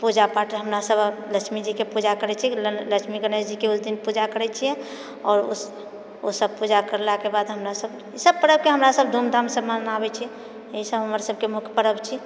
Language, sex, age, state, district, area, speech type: Maithili, female, 60+, Bihar, Purnia, rural, spontaneous